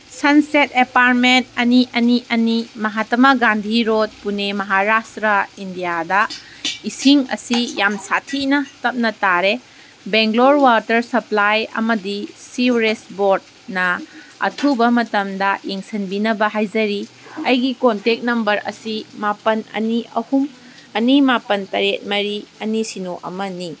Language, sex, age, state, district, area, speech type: Manipuri, female, 30-45, Manipur, Kangpokpi, urban, read